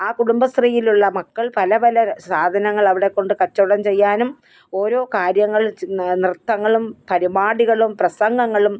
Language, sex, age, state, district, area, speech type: Malayalam, female, 60+, Kerala, Kollam, rural, spontaneous